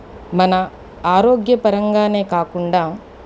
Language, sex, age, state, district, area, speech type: Telugu, female, 45-60, Andhra Pradesh, Eluru, urban, spontaneous